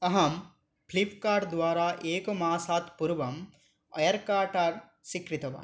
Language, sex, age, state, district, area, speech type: Sanskrit, male, 18-30, West Bengal, Dakshin Dinajpur, rural, spontaneous